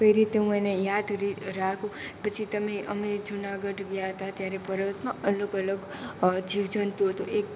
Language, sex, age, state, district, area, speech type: Gujarati, female, 18-30, Gujarat, Rajkot, rural, spontaneous